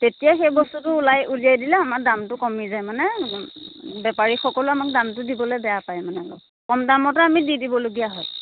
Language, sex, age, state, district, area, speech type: Assamese, female, 30-45, Assam, Majuli, urban, conversation